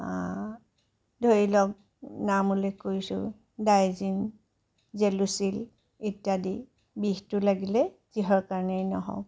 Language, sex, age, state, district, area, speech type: Assamese, female, 60+, Assam, Tinsukia, rural, spontaneous